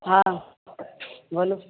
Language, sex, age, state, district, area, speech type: Maithili, female, 45-60, Bihar, Madhepura, rural, conversation